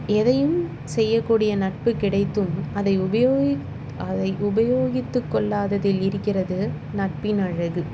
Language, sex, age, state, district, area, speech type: Tamil, female, 30-45, Tamil Nadu, Chennai, urban, spontaneous